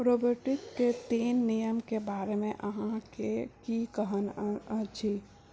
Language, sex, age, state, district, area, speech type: Maithili, female, 18-30, Bihar, Purnia, rural, read